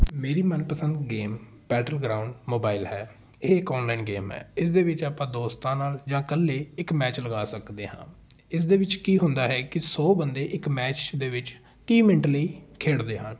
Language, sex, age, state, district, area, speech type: Punjabi, male, 18-30, Punjab, Patiala, rural, spontaneous